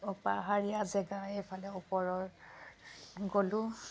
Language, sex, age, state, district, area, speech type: Assamese, female, 30-45, Assam, Kamrup Metropolitan, urban, spontaneous